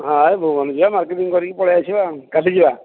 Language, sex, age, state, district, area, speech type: Odia, male, 45-60, Odisha, Dhenkanal, rural, conversation